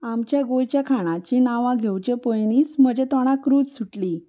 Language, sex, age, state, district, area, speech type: Goan Konkani, female, 30-45, Goa, Salcete, rural, spontaneous